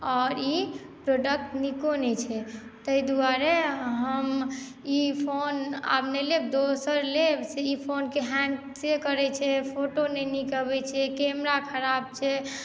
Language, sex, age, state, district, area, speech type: Maithili, female, 18-30, Bihar, Madhubani, rural, spontaneous